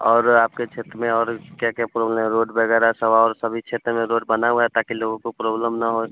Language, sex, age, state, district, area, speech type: Hindi, male, 18-30, Bihar, Vaishali, rural, conversation